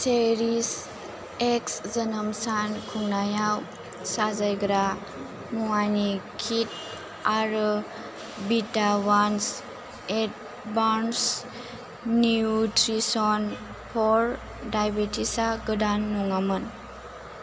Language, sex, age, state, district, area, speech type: Bodo, female, 18-30, Assam, Chirang, rural, read